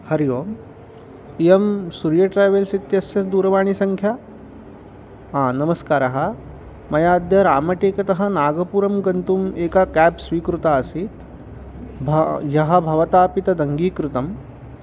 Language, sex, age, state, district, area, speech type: Sanskrit, male, 18-30, Maharashtra, Chandrapur, urban, spontaneous